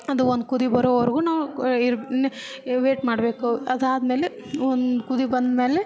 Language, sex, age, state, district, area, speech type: Kannada, female, 30-45, Karnataka, Gadag, rural, spontaneous